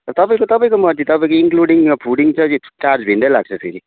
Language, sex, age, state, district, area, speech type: Nepali, male, 30-45, West Bengal, Kalimpong, rural, conversation